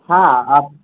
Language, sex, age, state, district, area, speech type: Urdu, male, 18-30, Bihar, Darbhanga, urban, conversation